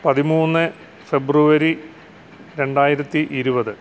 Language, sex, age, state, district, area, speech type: Malayalam, male, 45-60, Kerala, Alappuzha, rural, spontaneous